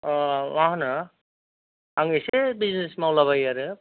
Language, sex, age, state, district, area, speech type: Bodo, male, 45-60, Assam, Chirang, rural, conversation